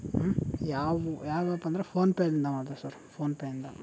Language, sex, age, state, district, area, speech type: Kannada, male, 18-30, Karnataka, Chikkaballapur, rural, spontaneous